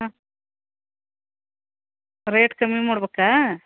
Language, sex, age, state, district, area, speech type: Kannada, female, 45-60, Karnataka, Gadag, rural, conversation